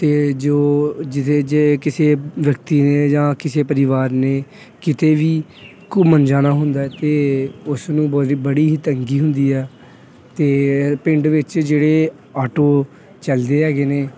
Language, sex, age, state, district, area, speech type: Punjabi, male, 18-30, Punjab, Pathankot, rural, spontaneous